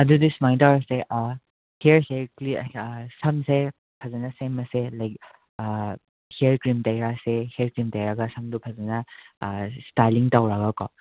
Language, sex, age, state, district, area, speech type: Manipuri, male, 45-60, Manipur, Imphal West, urban, conversation